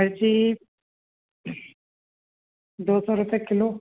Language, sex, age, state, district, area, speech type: Hindi, male, 18-30, Madhya Pradesh, Hoshangabad, rural, conversation